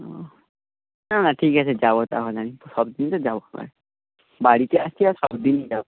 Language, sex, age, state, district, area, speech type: Bengali, male, 18-30, West Bengal, Nadia, rural, conversation